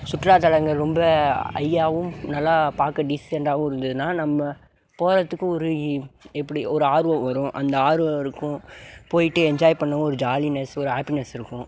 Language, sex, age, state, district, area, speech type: Tamil, male, 18-30, Tamil Nadu, Mayiladuthurai, urban, spontaneous